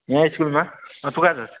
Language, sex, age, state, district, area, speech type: Nepali, male, 18-30, West Bengal, Jalpaiguri, rural, conversation